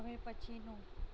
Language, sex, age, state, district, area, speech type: Gujarati, female, 18-30, Gujarat, Anand, rural, read